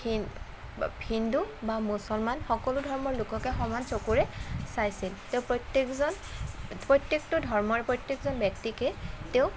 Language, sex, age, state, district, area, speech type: Assamese, female, 18-30, Assam, Kamrup Metropolitan, urban, spontaneous